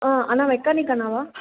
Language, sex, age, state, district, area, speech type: Tamil, female, 18-30, Tamil Nadu, Madurai, urban, conversation